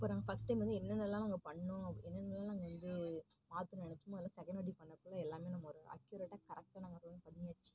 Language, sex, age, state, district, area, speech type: Tamil, female, 18-30, Tamil Nadu, Kallakurichi, rural, spontaneous